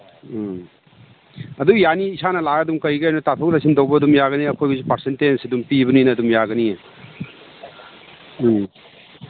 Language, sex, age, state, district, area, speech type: Manipuri, male, 60+, Manipur, Imphal East, rural, conversation